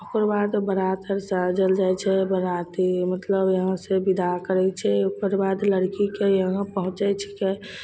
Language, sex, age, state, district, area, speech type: Maithili, female, 30-45, Bihar, Begusarai, rural, spontaneous